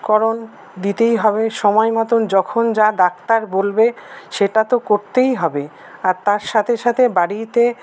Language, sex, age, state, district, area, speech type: Bengali, female, 45-60, West Bengal, Paschim Bardhaman, urban, spontaneous